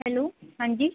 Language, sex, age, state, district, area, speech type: Hindi, female, 30-45, Madhya Pradesh, Harda, urban, conversation